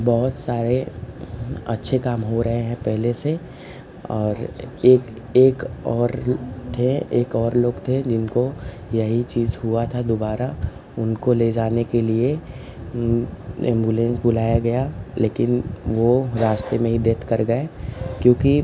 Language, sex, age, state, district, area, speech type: Hindi, male, 18-30, Uttar Pradesh, Ghazipur, urban, spontaneous